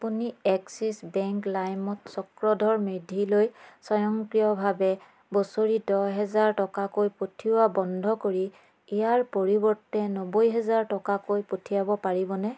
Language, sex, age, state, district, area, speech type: Assamese, female, 30-45, Assam, Biswanath, rural, read